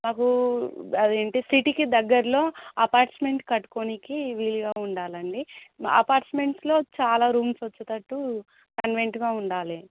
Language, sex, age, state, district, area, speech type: Telugu, female, 18-30, Telangana, Jangaon, rural, conversation